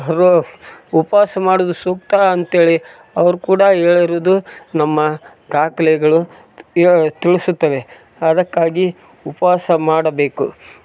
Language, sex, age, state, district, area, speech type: Kannada, male, 45-60, Karnataka, Koppal, rural, spontaneous